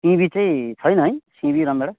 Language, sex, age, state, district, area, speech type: Nepali, male, 30-45, West Bengal, Kalimpong, rural, conversation